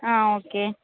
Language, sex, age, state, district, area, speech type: Tamil, female, 30-45, Tamil Nadu, Thanjavur, urban, conversation